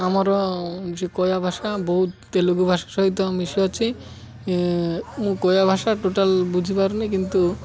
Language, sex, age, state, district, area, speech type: Odia, male, 45-60, Odisha, Malkangiri, urban, spontaneous